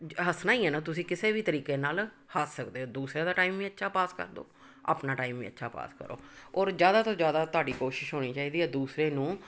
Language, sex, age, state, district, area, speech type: Punjabi, female, 45-60, Punjab, Amritsar, urban, spontaneous